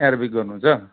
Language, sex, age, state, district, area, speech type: Nepali, male, 60+, West Bengal, Kalimpong, rural, conversation